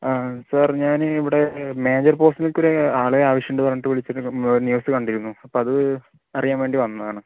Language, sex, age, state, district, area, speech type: Malayalam, male, 30-45, Kerala, Palakkad, urban, conversation